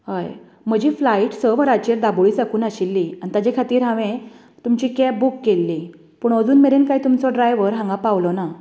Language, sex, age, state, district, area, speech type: Goan Konkani, female, 30-45, Goa, Canacona, rural, spontaneous